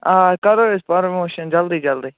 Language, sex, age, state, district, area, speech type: Kashmiri, male, 18-30, Jammu and Kashmir, Kupwara, rural, conversation